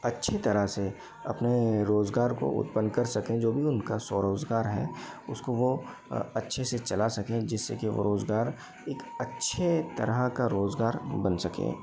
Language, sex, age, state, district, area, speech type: Hindi, male, 30-45, Madhya Pradesh, Bhopal, urban, spontaneous